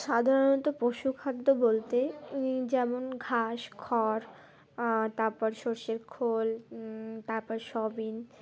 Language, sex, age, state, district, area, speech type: Bengali, female, 18-30, West Bengal, Uttar Dinajpur, urban, spontaneous